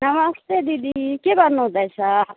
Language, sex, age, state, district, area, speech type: Nepali, female, 30-45, West Bengal, Kalimpong, rural, conversation